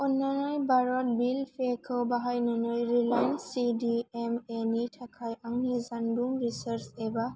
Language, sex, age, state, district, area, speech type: Bodo, female, 18-30, Assam, Kokrajhar, rural, read